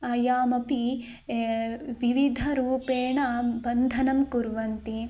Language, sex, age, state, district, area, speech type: Sanskrit, female, 18-30, Karnataka, Chikkamagaluru, rural, spontaneous